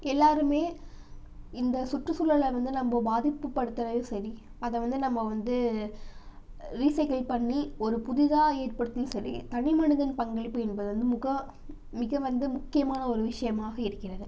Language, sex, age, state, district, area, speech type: Tamil, female, 18-30, Tamil Nadu, Namakkal, rural, spontaneous